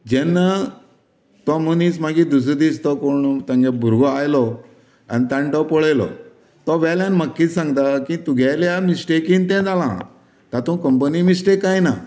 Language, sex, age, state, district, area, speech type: Goan Konkani, male, 60+, Goa, Canacona, rural, spontaneous